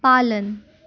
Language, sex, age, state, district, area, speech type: Hindi, female, 18-30, Madhya Pradesh, Jabalpur, urban, read